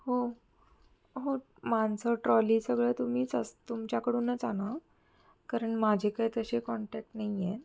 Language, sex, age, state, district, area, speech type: Marathi, female, 30-45, Maharashtra, Kolhapur, urban, spontaneous